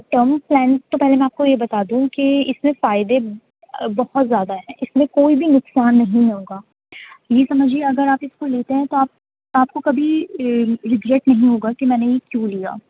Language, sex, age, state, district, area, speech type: Urdu, female, 18-30, Delhi, East Delhi, urban, conversation